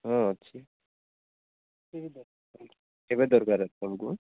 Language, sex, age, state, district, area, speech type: Odia, male, 30-45, Odisha, Nabarangpur, urban, conversation